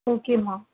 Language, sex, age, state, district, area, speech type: Tamil, female, 30-45, Tamil Nadu, Tiruvarur, rural, conversation